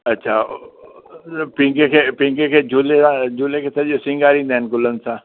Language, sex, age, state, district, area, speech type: Sindhi, male, 60+, Rajasthan, Ajmer, urban, conversation